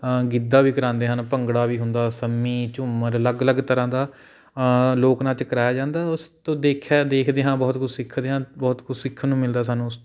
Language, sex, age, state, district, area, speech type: Punjabi, male, 18-30, Punjab, Patiala, urban, spontaneous